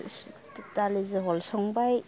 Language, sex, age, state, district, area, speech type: Bodo, female, 30-45, Assam, Kokrajhar, rural, spontaneous